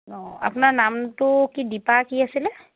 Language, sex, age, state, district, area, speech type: Assamese, female, 45-60, Assam, Dibrugarh, rural, conversation